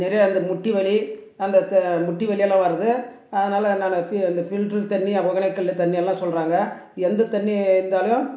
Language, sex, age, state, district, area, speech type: Tamil, male, 45-60, Tamil Nadu, Dharmapuri, rural, spontaneous